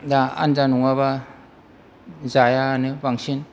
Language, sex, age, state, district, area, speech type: Bodo, male, 45-60, Assam, Kokrajhar, rural, spontaneous